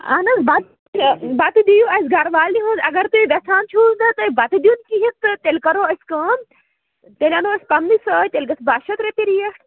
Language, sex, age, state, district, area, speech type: Kashmiri, female, 30-45, Jammu and Kashmir, Anantnag, rural, conversation